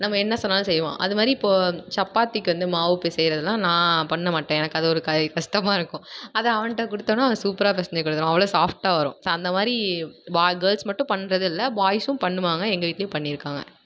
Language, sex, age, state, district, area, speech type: Tamil, female, 18-30, Tamil Nadu, Nagapattinam, rural, spontaneous